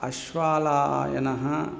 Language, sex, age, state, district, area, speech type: Sanskrit, male, 30-45, Telangana, Hyderabad, urban, spontaneous